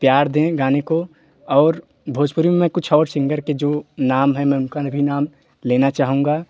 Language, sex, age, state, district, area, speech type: Hindi, male, 18-30, Uttar Pradesh, Jaunpur, rural, spontaneous